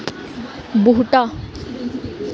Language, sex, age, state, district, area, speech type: Dogri, female, 18-30, Jammu and Kashmir, Samba, rural, read